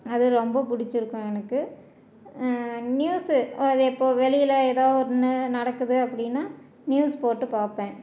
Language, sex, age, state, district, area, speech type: Tamil, female, 45-60, Tamil Nadu, Salem, rural, spontaneous